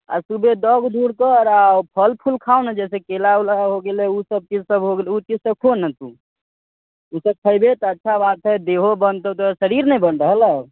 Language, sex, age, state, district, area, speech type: Maithili, male, 18-30, Bihar, Muzaffarpur, rural, conversation